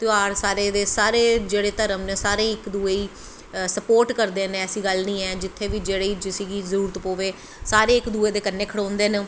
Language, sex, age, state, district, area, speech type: Dogri, female, 30-45, Jammu and Kashmir, Jammu, urban, spontaneous